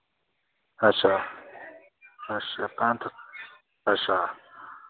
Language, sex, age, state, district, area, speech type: Dogri, male, 30-45, Jammu and Kashmir, Reasi, rural, conversation